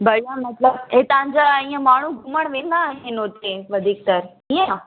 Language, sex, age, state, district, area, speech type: Sindhi, female, 18-30, Gujarat, Kutch, urban, conversation